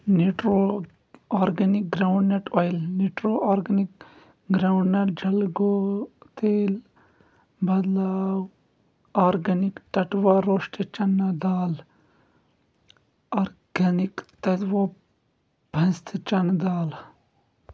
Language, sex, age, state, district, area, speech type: Kashmiri, male, 30-45, Jammu and Kashmir, Shopian, rural, read